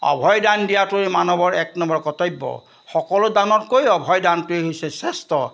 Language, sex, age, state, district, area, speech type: Assamese, male, 60+, Assam, Majuli, urban, spontaneous